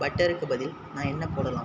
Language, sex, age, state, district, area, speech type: Tamil, male, 18-30, Tamil Nadu, Viluppuram, urban, read